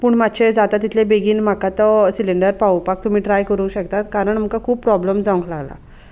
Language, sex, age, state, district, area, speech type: Goan Konkani, female, 30-45, Goa, Sanguem, rural, spontaneous